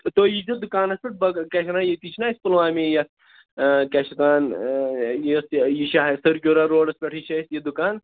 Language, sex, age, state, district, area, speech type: Kashmiri, male, 30-45, Jammu and Kashmir, Pulwama, urban, conversation